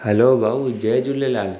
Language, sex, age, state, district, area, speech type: Sindhi, male, 18-30, Maharashtra, Thane, urban, spontaneous